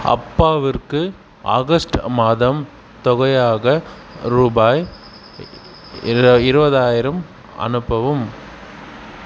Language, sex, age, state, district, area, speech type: Tamil, male, 30-45, Tamil Nadu, Perambalur, rural, read